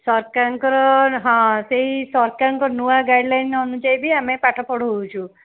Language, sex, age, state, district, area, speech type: Odia, female, 30-45, Odisha, Cuttack, urban, conversation